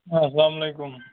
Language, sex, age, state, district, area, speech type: Kashmiri, male, 18-30, Jammu and Kashmir, Kupwara, urban, conversation